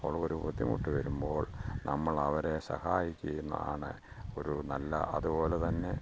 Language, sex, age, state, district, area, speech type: Malayalam, male, 60+, Kerala, Pathanamthitta, rural, spontaneous